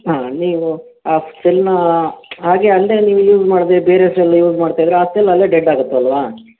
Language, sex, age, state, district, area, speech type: Kannada, male, 30-45, Karnataka, Shimoga, urban, conversation